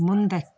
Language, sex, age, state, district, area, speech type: Kannada, female, 45-60, Karnataka, Tumkur, rural, read